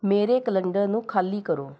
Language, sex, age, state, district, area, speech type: Punjabi, female, 30-45, Punjab, Rupnagar, urban, read